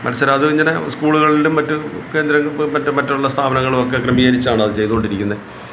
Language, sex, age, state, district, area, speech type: Malayalam, male, 45-60, Kerala, Kollam, rural, spontaneous